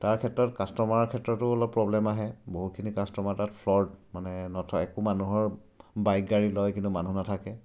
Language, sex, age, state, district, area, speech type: Assamese, male, 30-45, Assam, Charaideo, urban, spontaneous